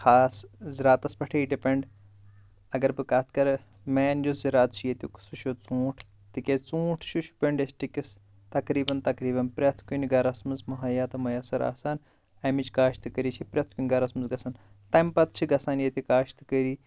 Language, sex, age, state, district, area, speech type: Kashmiri, male, 30-45, Jammu and Kashmir, Shopian, urban, spontaneous